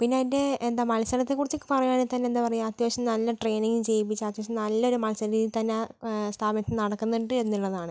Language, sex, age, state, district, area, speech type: Malayalam, female, 18-30, Kerala, Wayanad, rural, spontaneous